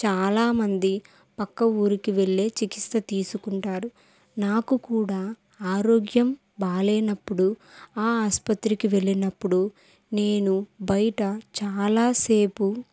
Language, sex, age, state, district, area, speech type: Telugu, female, 18-30, Andhra Pradesh, Kadapa, rural, spontaneous